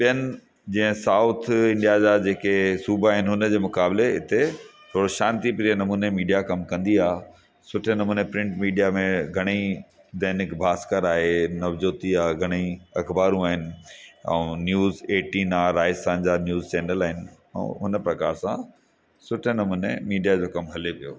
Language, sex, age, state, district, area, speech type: Sindhi, male, 45-60, Rajasthan, Ajmer, urban, spontaneous